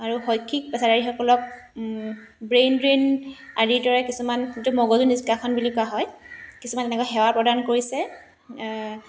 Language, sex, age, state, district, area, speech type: Assamese, female, 30-45, Assam, Dibrugarh, urban, spontaneous